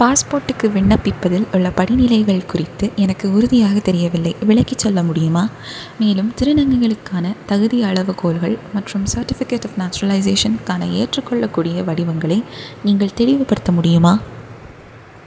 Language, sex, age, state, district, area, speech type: Tamil, female, 18-30, Tamil Nadu, Tenkasi, urban, read